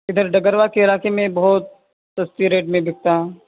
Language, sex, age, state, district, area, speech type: Urdu, male, 18-30, Bihar, Purnia, rural, conversation